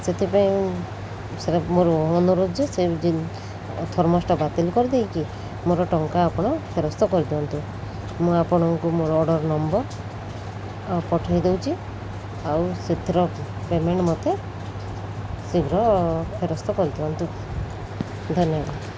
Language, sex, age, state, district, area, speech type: Odia, female, 30-45, Odisha, Sundergarh, urban, spontaneous